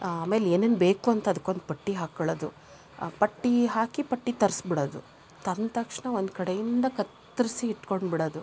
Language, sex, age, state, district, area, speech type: Kannada, female, 30-45, Karnataka, Koppal, rural, spontaneous